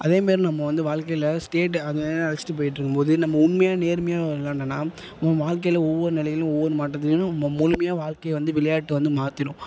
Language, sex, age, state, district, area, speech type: Tamil, male, 18-30, Tamil Nadu, Thanjavur, urban, spontaneous